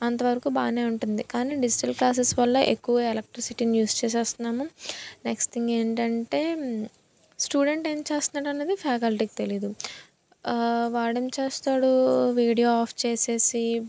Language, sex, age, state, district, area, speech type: Telugu, female, 18-30, Andhra Pradesh, Anakapalli, rural, spontaneous